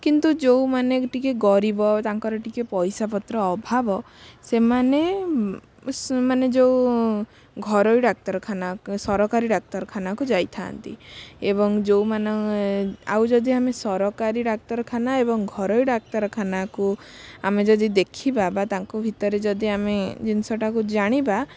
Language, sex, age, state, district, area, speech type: Odia, female, 18-30, Odisha, Bhadrak, rural, spontaneous